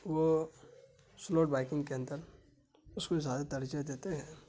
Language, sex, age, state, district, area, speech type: Urdu, male, 18-30, Bihar, Saharsa, rural, spontaneous